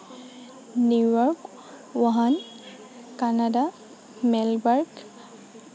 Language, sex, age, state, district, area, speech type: Assamese, female, 30-45, Assam, Nagaon, rural, spontaneous